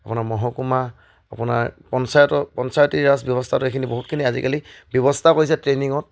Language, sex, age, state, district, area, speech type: Assamese, male, 30-45, Assam, Charaideo, rural, spontaneous